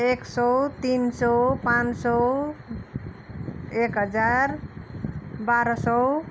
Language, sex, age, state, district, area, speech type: Nepali, female, 45-60, West Bengal, Darjeeling, rural, spontaneous